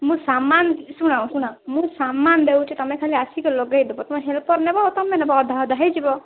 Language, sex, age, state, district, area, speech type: Odia, female, 18-30, Odisha, Malkangiri, urban, conversation